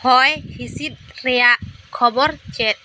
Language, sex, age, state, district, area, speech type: Santali, female, 18-30, West Bengal, Bankura, rural, read